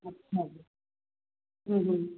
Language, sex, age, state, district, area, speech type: Marathi, female, 18-30, Maharashtra, Pune, urban, conversation